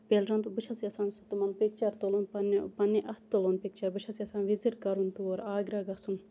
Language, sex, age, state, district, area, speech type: Kashmiri, female, 30-45, Jammu and Kashmir, Baramulla, rural, spontaneous